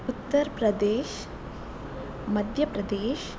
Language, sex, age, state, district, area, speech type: Kannada, female, 18-30, Karnataka, Shimoga, rural, spontaneous